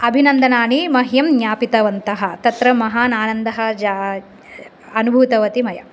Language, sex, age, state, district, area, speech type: Sanskrit, female, 30-45, Andhra Pradesh, Visakhapatnam, urban, spontaneous